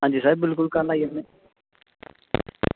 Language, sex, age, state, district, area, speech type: Dogri, male, 18-30, Jammu and Kashmir, Samba, rural, conversation